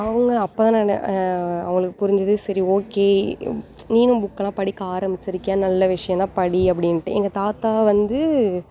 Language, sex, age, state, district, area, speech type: Tamil, female, 18-30, Tamil Nadu, Thanjavur, rural, spontaneous